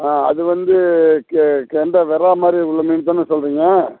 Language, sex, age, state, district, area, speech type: Tamil, male, 60+, Tamil Nadu, Kallakurichi, urban, conversation